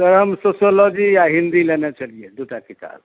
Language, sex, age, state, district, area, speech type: Maithili, male, 45-60, Bihar, Madhubani, rural, conversation